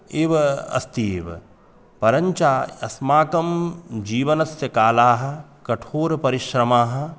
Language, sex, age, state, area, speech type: Sanskrit, male, 30-45, Uttar Pradesh, urban, spontaneous